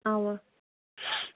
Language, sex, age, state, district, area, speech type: Kashmiri, female, 30-45, Jammu and Kashmir, Shopian, urban, conversation